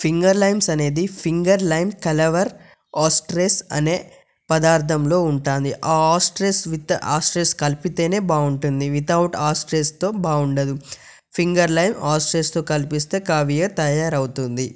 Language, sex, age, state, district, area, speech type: Telugu, male, 18-30, Telangana, Yadadri Bhuvanagiri, urban, spontaneous